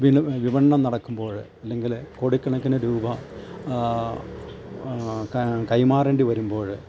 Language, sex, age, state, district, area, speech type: Malayalam, male, 60+, Kerala, Idukki, rural, spontaneous